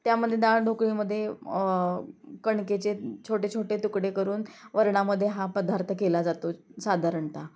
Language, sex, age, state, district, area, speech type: Marathi, female, 30-45, Maharashtra, Osmanabad, rural, spontaneous